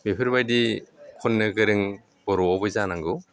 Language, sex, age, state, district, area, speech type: Bodo, male, 60+, Assam, Chirang, urban, spontaneous